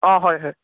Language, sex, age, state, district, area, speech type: Assamese, male, 18-30, Assam, Charaideo, urban, conversation